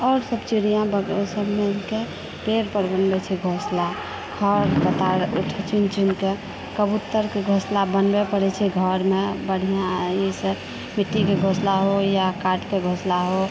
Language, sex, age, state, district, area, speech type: Maithili, female, 45-60, Bihar, Purnia, rural, spontaneous